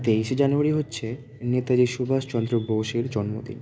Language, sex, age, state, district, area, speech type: Bengali, male, 18-30, West Bengal, Malda, rural, spontaneous